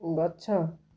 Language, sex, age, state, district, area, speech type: Odia, female, 45-60, Odisha, Rayagada, rural, read